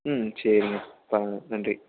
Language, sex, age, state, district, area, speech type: Tamil, male, 18-30, Tamil Nadu, Salem, rural, conversation